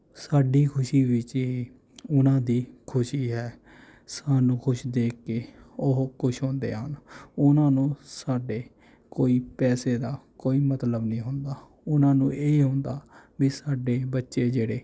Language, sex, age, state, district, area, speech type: Punjabi, male, 30-45, Punjab, Mohali, urban, spontaneous